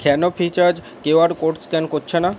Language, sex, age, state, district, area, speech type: Bengali, male, 45-60, West Bengal, Paschim Bardhaman, urban, read